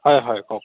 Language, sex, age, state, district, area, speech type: Assamese, male, 30-45, Assam, Jorhat, urban, conversation